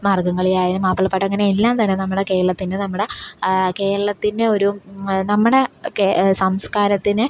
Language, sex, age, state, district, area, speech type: Malayalam, female, 18-30, Kerala, Pathanamthitta, urban, spontaneous